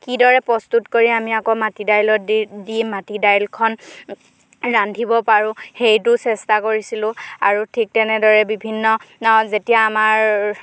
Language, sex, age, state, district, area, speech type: Assamese, female, 18-30, Assam, Dhemaji, rural, spontaneous